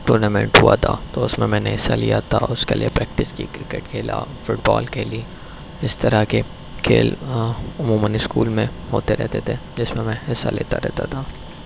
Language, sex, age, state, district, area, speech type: Urdu, male, 18-30, Uttar Pradesh, Shahjahanpur, urban, spontaneous